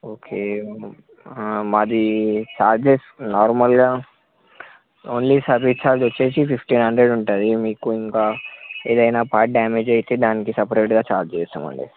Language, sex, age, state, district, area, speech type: Telugu, male, 18-30, Telangana, Medchal, urban, conversation